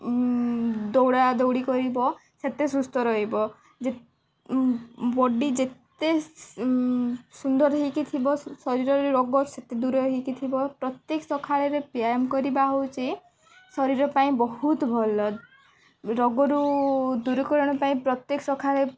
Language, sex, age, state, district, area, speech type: Odia, female, 18-30, Odisha, Nabarangpur, urban, spontaneous